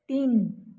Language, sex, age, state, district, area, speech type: Nepali, female, 60+, West Bengal, Kalimpong, rural, read